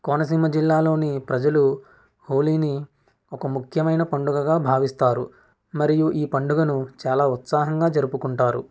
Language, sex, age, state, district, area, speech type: Telugu, male, 45-60, Andhra Pradesh, Konaseema, rural, spontaneous